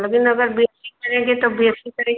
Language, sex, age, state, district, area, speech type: Hindi, female, 60+, Uttar Pradesh, Ayodhya, rural, conversation